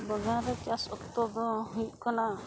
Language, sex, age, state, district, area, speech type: Santali, female, 45-60, West Bengal, Paschim Bardhaman, rural, spontaneous